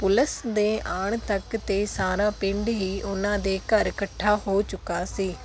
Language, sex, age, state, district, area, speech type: Punjabi, female, 18-30, Punjab, Fazilka, rural, spontaneous